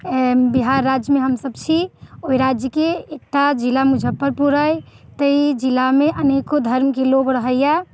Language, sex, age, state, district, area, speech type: Maithili, female, 18-30, Bihar, Muzaffarpur, urban, spontaneous